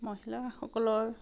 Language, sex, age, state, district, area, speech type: Assamese, female, 45-60, Assam, Dibrugarh, rural, spontaneous